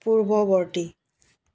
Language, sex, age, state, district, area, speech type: Assamese, female, 60+, Assam, Dibrugarh, rural, read